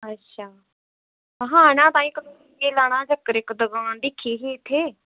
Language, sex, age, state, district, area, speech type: Dogri, female, 30-45, Jammu and Kashmir, Reasi, rural, conversation